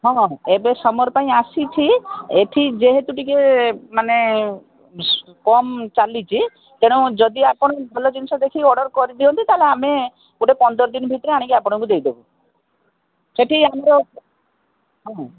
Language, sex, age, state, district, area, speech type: Odia, female, 45-60, Odisha, Koraput, urban, conversation